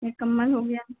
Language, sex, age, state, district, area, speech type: Hindi, female, 30-45, Uttar Pradesh, Sitapur, rural, conversation